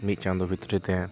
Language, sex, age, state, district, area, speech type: Santali, male, 30-45, West Bengal, Purba Bardhaman, rural, spontaneous